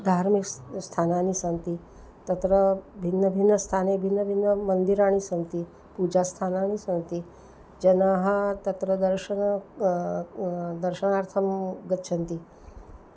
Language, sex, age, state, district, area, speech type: Sanskrit, female, 60+, Maharashtra, Nagpur, urban, spontaneous